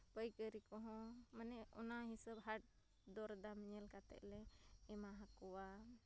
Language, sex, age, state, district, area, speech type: Santali, female, 30-45, Jharkhand, Seraikela Kharsawan, rural, spontaneous